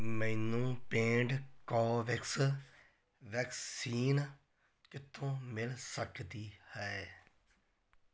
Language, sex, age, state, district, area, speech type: Punjabi, male, 30-45, Punjab, Tarn Taran, rural, read